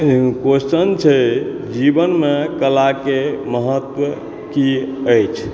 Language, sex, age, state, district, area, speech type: Maithili, male, 30-45, Bihar, Supaul, rural, spontaneous